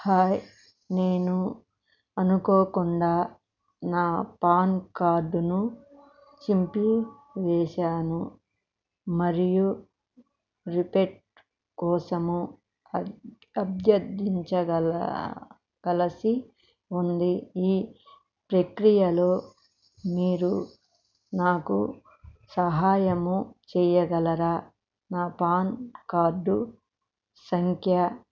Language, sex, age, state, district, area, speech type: Telugu, female, 60+, Andhra Pradesh, Krishna, urban, read